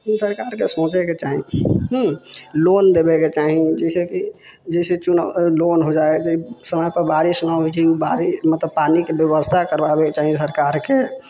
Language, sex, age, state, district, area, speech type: Maithili, male, 18-30, Bihar, Sitamarhi, rural, spontaneous